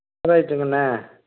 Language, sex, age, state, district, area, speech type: Tamil, male, 45-60, Tamil Nadu, Nagapattinam, rural, conversation